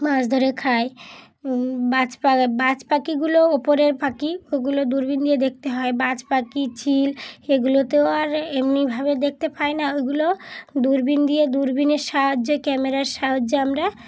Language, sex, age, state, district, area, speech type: Bengali, female, 30-45, West Bengal, Dakshin Dinajpur, urban, spontaneous